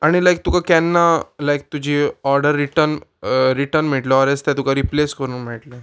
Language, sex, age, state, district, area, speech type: Goan Konkani, male, 18-30, Goa, Murmgao, urban, spontaneous